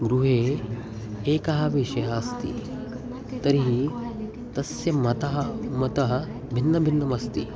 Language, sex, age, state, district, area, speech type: Sanskrit, male, 18-30, Maharashtra, Solapur, urban, spontaneous